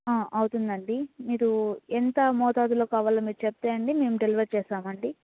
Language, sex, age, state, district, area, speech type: Telugu, female, 18-30, Andhra Pradesh, Annamaya, rural, conversation